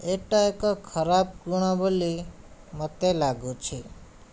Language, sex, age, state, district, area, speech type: Odia, male, 60+, Odisha, Khordha, rural, spontaneous